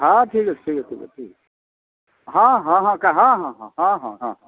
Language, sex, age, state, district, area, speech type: Odia, male, 60+, Odisha, Kandhamal, rural, conversation